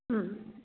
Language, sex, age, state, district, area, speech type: Assamese, female, 30-45, Assam, Kamrup Metropolitan, urban, conversation